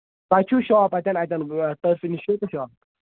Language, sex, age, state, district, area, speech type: Kashmiri, male, 18-30, Jammu and Kashmir, Ganderbal, rural, conversation